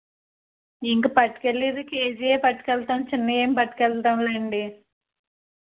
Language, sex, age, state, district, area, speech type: Telugu, female, 45-60, Andhra Pradesh, Konaseema, rural, conversation